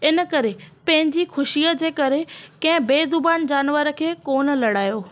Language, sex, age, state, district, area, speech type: Sindhi, female, 30-45, Maharashtra, Thane, urban, spontaneous